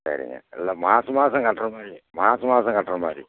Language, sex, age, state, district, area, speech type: Tamil, male, 60+, Tamil Nadu, Namakkal, rural, conversation